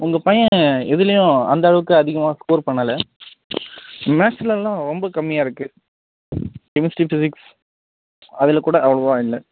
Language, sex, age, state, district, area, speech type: Tamil, male, 18-30, Tamil Nadu, Nagapattinam, rural, conversation